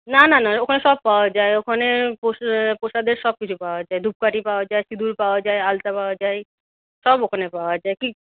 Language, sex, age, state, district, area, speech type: Bengali, female, 30-45, West Bengal, Malda, rural, conversation